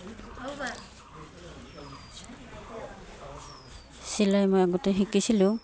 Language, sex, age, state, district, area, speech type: Assamese, female, 45-60, Assam, Udalguri, rural, spontaneous